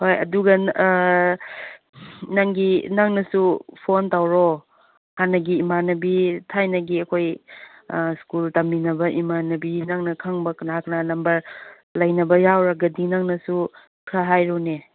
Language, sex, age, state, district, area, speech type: Manipuri, female, 30-45, Manipur, Chandel, rural, conversation